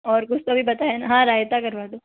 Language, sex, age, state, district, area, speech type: Hindi, female, 18-30, Rajasthan, Jaipur, urban, conversation